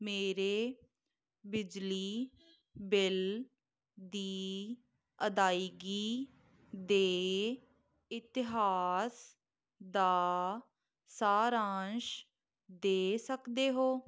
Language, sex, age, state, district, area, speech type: Punjabi, female, 18-30, Punjab, Muktsar, urban, read